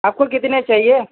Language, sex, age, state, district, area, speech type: Urdu, male, 18-30, Uttar Pradesh, Gautam Buddha Nagar, urban, conversation